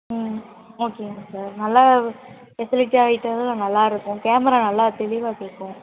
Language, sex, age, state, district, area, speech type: Tamil, female, 18-30, Tamil Nadu, Madurai, urban, conversation